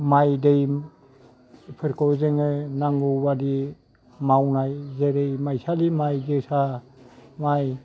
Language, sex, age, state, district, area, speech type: Bodo, male, 60+, Assam, Kokrajhar, urban, spontaneous